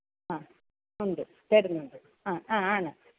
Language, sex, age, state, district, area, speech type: Malayalam, female, 60+, Kerala, Alappuzha, rural, conversation